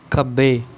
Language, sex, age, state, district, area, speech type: Punjabi, male, 18-30, Punjab, Patiala, rural, read